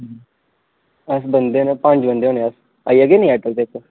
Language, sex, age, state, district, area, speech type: Dogri, male, 18-30, Jammu and Kashmir, Reasi, rural, conversation